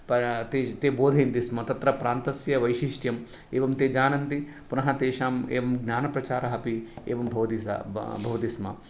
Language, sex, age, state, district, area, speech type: Sanskrit, male, 30-45, Telangana, Nizamabad, urban, spontaneous